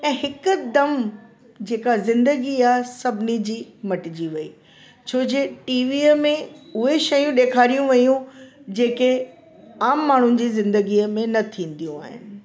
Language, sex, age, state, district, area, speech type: Sindhi, female, 60+, Delhi, South Delhi, urban, spontaneous